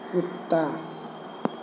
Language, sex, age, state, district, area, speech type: Maithili, male, 45-60, Bihar, Sitamarhi, rural, read